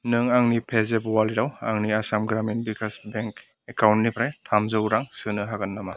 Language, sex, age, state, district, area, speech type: Bodo, male, 30-45, Assam, Kokrajhar, rural, read